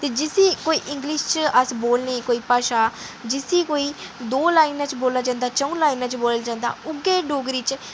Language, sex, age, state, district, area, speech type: Dogri, female, 30-45, Jammu and Kashmir, Udhampur, urban, spontaneous